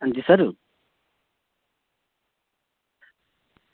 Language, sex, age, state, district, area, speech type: Dogri, male, 18-30, Jammu and Kashmir, Samba, rural, conversation